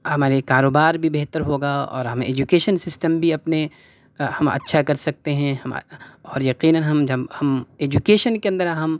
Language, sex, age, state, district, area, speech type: Urdu, male, 18-30, Delhi, South Delhi, urban, spontaneous